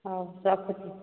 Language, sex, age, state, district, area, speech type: Odia, female, 30-45, Odisha, Dhenkanal, rural, conversation